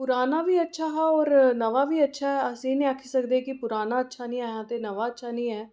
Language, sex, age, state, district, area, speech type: Dogri, female, 30-45, Jammu and Kashmir, Reasi, urban, spontaneous